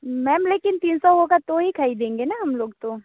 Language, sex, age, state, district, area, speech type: Hindi, female, 30-45, Madhya Pradesh, Balaghat, rural, conversation